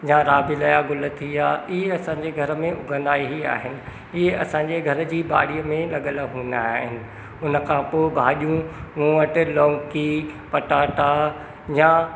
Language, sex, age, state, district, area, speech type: Sindhi, male, 30-45, Madhya Pradesh, Katni, rural, spontaneous